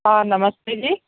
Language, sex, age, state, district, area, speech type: Hindi, female, 45-60, Rajasthan, Jodhpur, urban, conversation